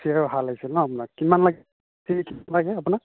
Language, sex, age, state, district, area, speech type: Assamese, male, 45-60, Assam, Nagaon, rural, conversation